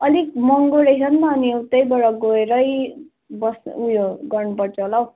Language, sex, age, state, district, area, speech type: Nepali, female, 18-30, West Bengal, Jalpaiguri, urban, conversation